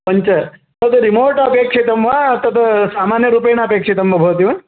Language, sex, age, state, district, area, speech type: Sanskrit, male, 45-60, Karnataka, Vijayapura, urban, conversation